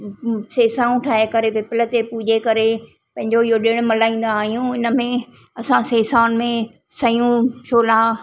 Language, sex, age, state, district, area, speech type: Sindhi, female, 45-60, Maharashtra, Thane, urban, spontaneous